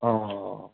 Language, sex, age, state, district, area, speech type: Assamese, male, 30-45, Assam, Dibrugarh, urban, conversation